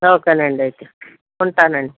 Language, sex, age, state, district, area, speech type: Telugu, female, 45-60, Andhra Pradesh, Eluru, rural, conversation